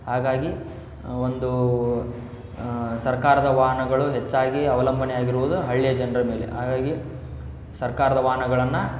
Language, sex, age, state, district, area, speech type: Kannada, male, 18-30, Karnataka, Tumkur, rural, spontaneous